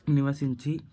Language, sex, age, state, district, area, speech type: Telugu, male, 18-30, Andhra Pradesh, Sri Balaji, rural, spontaneous